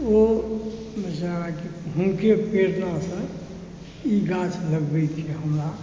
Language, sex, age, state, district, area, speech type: Maithili, male, 60+, Bihar, Supaul, rural, spontaneous